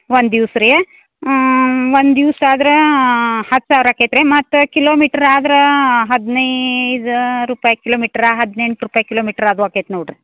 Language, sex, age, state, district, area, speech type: Kannada, female, 60+, Karnataka, Belgaum, rural, conversation